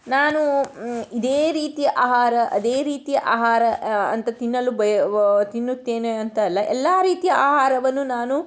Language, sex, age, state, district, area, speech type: Kannada, female, 60+, Karnataka, Shimoga, rural, spontaneous